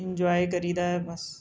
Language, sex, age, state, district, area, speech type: Punjabi, female, 45-60, Punjab, Mohali, urban, spontaneous